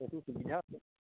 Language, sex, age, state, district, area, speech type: Assamese, male, 45-60, Assam, Majuli, rural, conversation